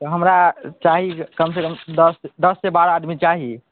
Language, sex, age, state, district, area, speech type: Maithili, male, 18-30, Bihar, Madhubani, rural, conversation